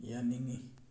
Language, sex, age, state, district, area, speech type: Manipuri, male, 18-30, Manipur, Tengnoupal, rural, read